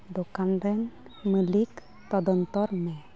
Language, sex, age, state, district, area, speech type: Santali, female, 18-30, West Bengal, Malda, rural, spontaneous